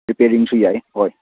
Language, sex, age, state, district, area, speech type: Manipuri, male, 18-30, Manipur, Churachandpur, rural, conversation